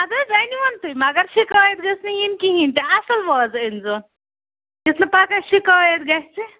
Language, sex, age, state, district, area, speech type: Kashmiri, female, 45-60, Jammu and Kashmir, Ganderbal, rural, conversation